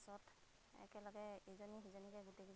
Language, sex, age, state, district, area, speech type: Assamese, female, 30-45, Assam, Lakhimpur, rural, spontaneous